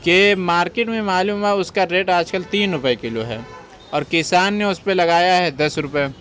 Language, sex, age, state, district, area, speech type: Urdu, male, 30-45, Uttar Pradesh, Lucknow, rural, spontaneous